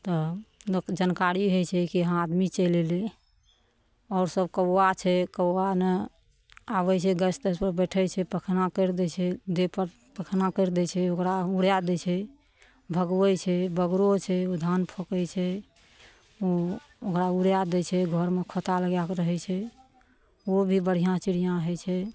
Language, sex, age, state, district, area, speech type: Maithili, female, 60+, Bihar, Araria, rural, spontaneous